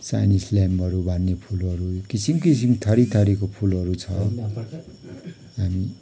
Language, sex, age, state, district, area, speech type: Nepali, male, 45-60, West Bengal, Kalimpong, rural, spontaneous